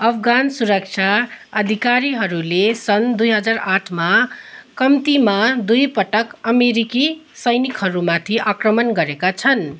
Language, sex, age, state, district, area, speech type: Nepali, female, 30-45, West Bengal, Kalimpong, rural, read